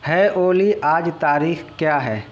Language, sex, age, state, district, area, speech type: Urdu, male, 18-30, Bihar, Purnia, rural, read